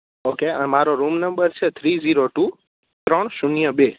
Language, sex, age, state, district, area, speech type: Gujarati, male, 18-30, Gujarat, Rajkot, urban, conversation